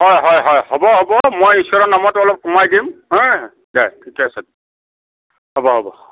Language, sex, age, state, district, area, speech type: Assamese, male, 45-60, Assam, Kamrup Metropolitan, urban, conversation